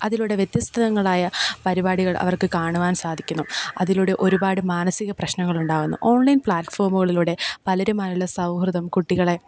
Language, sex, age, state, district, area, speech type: Malayalam, female, 18-30, Kerala, Pathanamthitta, rural, spontaneous